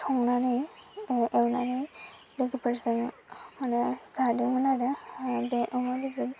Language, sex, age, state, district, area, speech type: Bodo, female, 18-30, Assam, Baksa, rural, spontaneous